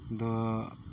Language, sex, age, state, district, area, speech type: Santali, male, 18-30, West Bengal, Uttar Dinajpur, rural, spontaneous